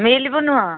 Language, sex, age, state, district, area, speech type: Odia, female, 30-45, Odisha, Kendujhar, urban, conversation